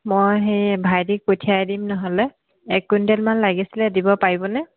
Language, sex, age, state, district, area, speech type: Assamese, female, 30-45, Assam, Dhemaji, rural, conversation